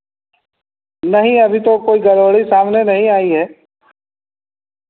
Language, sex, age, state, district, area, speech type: Hindi, male, 18-30, Bihar, Vaishali, rural, conversation